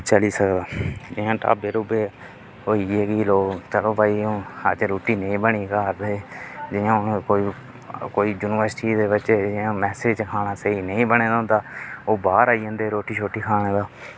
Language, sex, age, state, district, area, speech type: Dogri, male, 18-30, Jammu and Kashmir, Reasi, rural, spontaneous